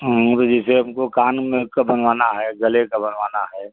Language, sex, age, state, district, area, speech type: Hindi, male, 60+, Uttar Pradesh, Chandauli, rural, conversation